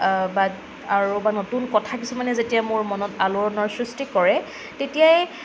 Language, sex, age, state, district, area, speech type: Assamese, female, 18-30, Assam, Sonitpur, rural, spontaneous